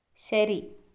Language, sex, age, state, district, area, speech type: Malayalam, female, 30-45, Kerala, Ernakulam, rural, read